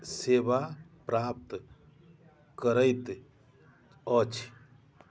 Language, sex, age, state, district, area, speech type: Maithili, male, 45-60, Bihar, Muzaffarpur, rural, read